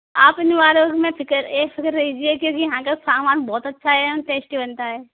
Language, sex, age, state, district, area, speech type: Hindi, female, 18-30, Rajasthan, Karauli, rural, conversation